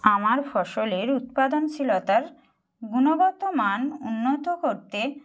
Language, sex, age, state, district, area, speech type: Bengali, female, 60+, West Bengal, Purba Medinipur, rural, spontaneous